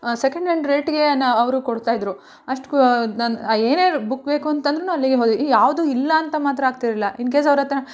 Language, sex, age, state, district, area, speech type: Kannada, female, 30-45, Karnataka, Mandya, rural, spontaneous